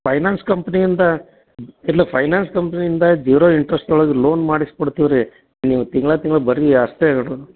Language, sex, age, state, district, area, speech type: Kannada, male, 45-60, Karnataka, Dharwad, rural, conversation